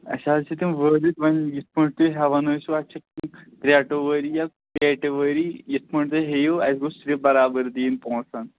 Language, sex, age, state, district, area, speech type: Kashmiri, male, 18-30, Jammu and Kashmir, Pulwama, rural, conversation